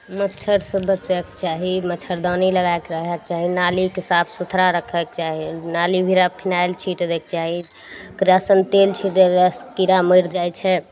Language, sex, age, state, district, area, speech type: Maithili, female, 30-45, Bihar, Begusarai, urban, spontaneous